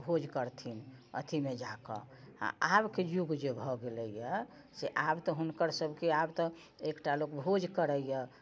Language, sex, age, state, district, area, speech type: Maithili, female, 60+, Bihar, Muzaffarpur, rural, spontaneous